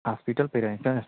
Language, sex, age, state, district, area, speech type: Hindi, male, 18-30, Uttar Pradesh, Azamgarh, rural, conversation